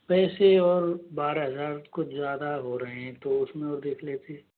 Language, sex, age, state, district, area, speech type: Hindi, male, 60+, Rajasthan, Jaipur, urban, conversation